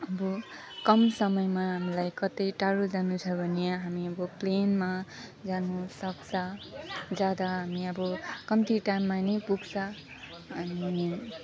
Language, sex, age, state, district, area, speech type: Nepali, female, 30-45, West Bengal, Alipurduar, rural, spontaneous